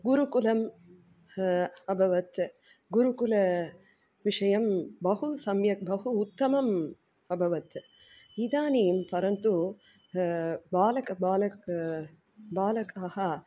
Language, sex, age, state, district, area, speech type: Sanskrit, female, 45-60, Tamil Nadu, Tiruchirappalli, urban, spontaneous